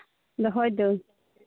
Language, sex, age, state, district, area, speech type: Santali, female, 30-45, Jharkhand, Pakur, rural, conversation